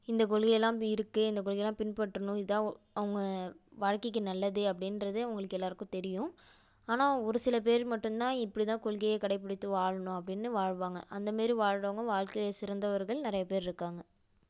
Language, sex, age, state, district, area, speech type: Tamil, female, 30-45, Tamil Nadu, Nagapattinam, rural, spontaneous